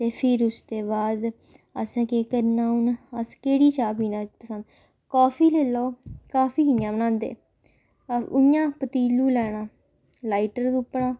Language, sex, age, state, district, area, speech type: Dogri, female, 18-30, Jammu and Kashmir, Samba, urban, spontaneous